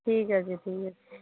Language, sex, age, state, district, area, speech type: Bengali, female, 45-60, West Bengal, Dakshin Dinajpur, urban, conversation